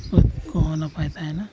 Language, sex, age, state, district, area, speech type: Santali, male, 45-60, Jharkhand, East Singhbhum, rural, spontaneous